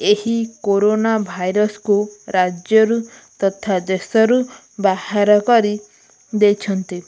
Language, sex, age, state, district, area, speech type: Odia, female, 18-30, Odisha, Ganjam, urban, spontaneous